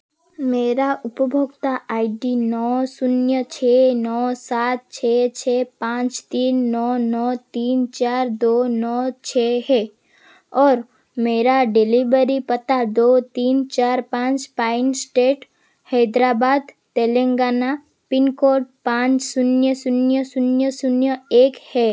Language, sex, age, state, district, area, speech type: Hindi, female, 18-30, Madhya Pradesh, Seoni, urban, read